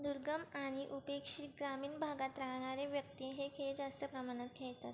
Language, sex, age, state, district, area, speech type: Marathi, female, 18-30, Maharashtra, Buldhana, rural, spontaneous